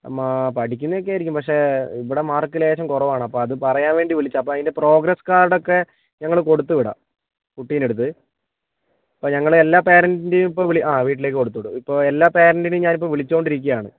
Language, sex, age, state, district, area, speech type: Malayalam, male, 30-45, Kerala, Kozhikode, urban, conversation